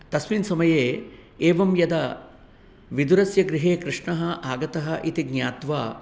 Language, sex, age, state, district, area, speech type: Sanskrit, male, 60+, Telangana, Peddapalli, urban, spontaneous